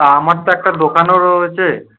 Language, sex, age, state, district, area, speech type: Bengali, male, 18-30, West Bengal, Darjeeling, rural, conversation